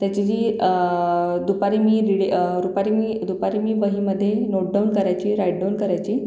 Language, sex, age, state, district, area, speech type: Marathi, female, 18-30, Maharashtra, Akola, urban, spontaneous